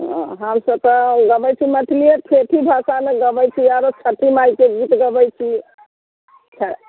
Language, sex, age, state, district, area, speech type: Maithili, female, 60+, Bihar, Muzaffarpur, rural, conversation